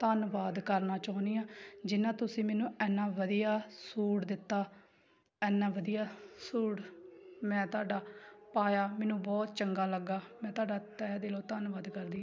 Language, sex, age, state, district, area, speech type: Punjabi, female, 18-30, Punjab, Tarn Taran, rural, spontaneous